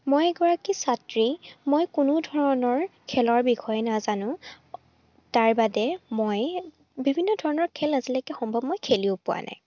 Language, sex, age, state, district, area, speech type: Assamese, female, 18-30, Assam, Charaideo, rural, spontaneous